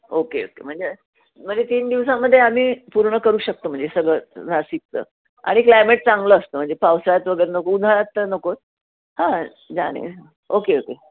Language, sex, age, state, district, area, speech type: Marathi, female, 60+, Maharashtra, Nashik, urban, conversation